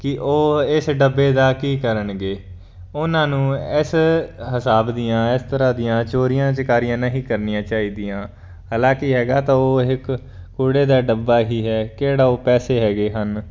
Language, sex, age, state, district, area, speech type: Punjabi, male, 18-30, Punjab, Fazilka, rural, spontaneous